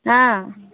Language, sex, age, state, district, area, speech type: Odia, female, 45-60, Odisha, Angul, rural, conversation